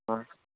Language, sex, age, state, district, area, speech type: Manipuri, male, 18-30, Manipur, Kangpokpi, urban, conversation